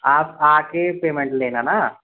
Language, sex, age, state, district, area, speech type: Hindi, male, 18-30, Madhya Pradesh, Jabalpur, urban, conversation